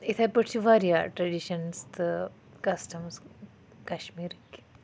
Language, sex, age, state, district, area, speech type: Kashmiri, female, 30-45, Jammu and Kashmir, Budgam, rural, spontaneous